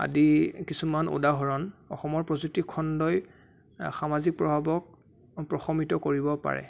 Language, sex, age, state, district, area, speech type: Assamese, male, 18-30, Assam, Sonitpur, urban, spontaneous